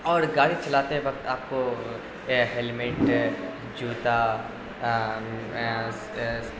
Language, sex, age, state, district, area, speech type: Urdu, male, 18-30, Bihar, Darbhanga, urban, spontaneous